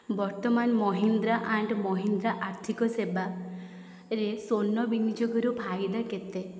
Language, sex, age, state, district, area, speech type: Odia, female, 18-30, Odisha, Puri, urban, read